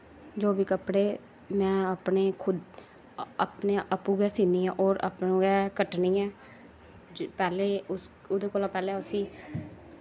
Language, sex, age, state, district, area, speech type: Dogri, female, 30-45, Jammu and Kashmir, Samba, rural, spontaneous